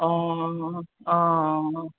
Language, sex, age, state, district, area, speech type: Assamese, female, 45-60, Assam, Barpeta, rural, conversation